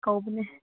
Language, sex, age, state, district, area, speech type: Manipuri, female, 30-45, Manipur, Chandel, rural, conversation